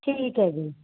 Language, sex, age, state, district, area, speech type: Punjabi, female, 18-30, Punjab, Muktsar, urban, conversation